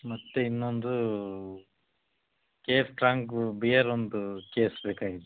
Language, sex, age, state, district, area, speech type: Kannada, male, 30-45, Karnataka, Chitradurga, rural, conversation